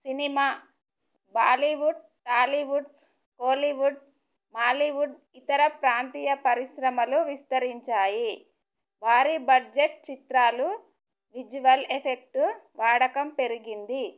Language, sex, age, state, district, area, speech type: Telugu, female, 30-45, Telangana, Warangal, rural, spontaneous